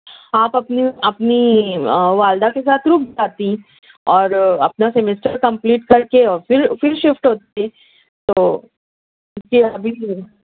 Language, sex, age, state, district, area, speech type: Urdu, female, 60+, Maharashtra, Nashik, urban, conversation